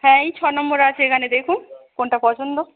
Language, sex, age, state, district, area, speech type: Bengali, female, 45-60, West Bengal, Hooghly, rural, conversation